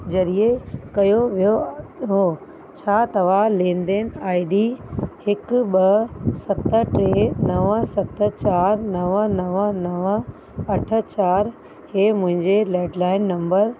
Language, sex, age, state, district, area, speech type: Sindhi, female, 30-45, Uttar Pradesh, Lucknow, urban, read